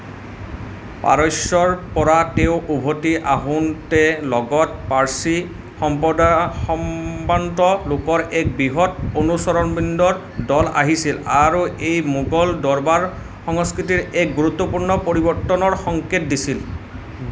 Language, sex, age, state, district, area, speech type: Assamese, male, 18-30, Assam, Nalbari, rural, read